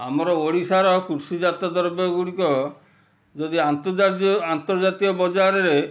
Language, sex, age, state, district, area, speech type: Odia, male, 45-60, Odisha, Kendrapara, urban, spontaneous